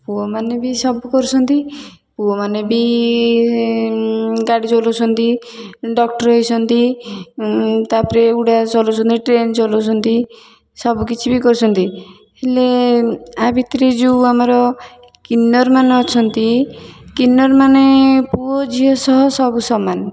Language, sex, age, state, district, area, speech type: Odia, female, 30-45, Odisha, Puri, urban, spontaneous